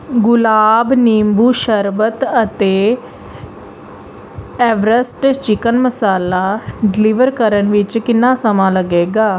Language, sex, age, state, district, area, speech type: Punjabi, female, 30-45, Punjab, Pathankot, rural, read